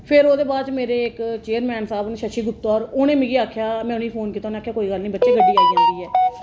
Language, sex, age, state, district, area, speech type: Dogri, female, 30-45, Jammu and Kashmir, Reasi, urban, spontaneous